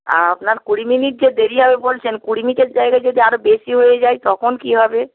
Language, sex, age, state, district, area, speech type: Bengali, female, 45-60, West Bengal, Hooghly, rural, conversation